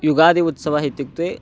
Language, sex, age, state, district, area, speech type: Sanskrit, male, 18-30, Karnataka, Chikkamagaluru, rural, spontaneous